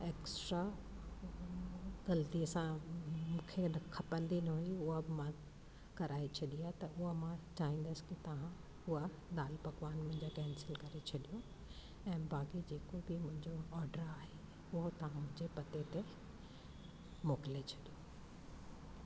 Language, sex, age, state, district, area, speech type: Sindhi, female, 60+, Delhi, South Delhi, urban, spontaneous